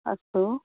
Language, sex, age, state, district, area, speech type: Sanskrit, female, 45-60, Karnataka, Bangalore Urban, urban, conversation